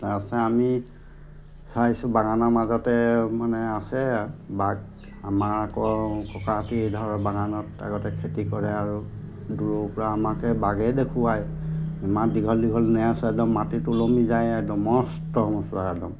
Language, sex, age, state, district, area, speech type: Assamese, male, 45-60, Assam, Golaghat, rural, spontaneous